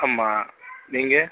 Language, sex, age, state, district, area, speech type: Tamil, male, 60+, Tamil Nadu, Mayiladuthurai, rural, conversation